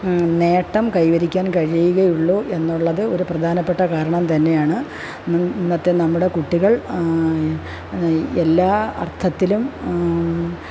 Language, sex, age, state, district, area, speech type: Malayalam, female, 45-60, Kerala, Kollam, rural, spontaneous